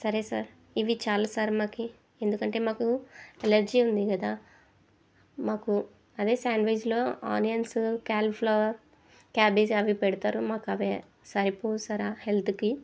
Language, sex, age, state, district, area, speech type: Telugu, female, 45-60, Andhra Pradesh, Kurnool, rural, spontaneous